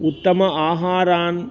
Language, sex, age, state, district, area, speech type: Sanskrit, male, 30-45, Karnataka, Dakshina Kannada, rural, spontaneous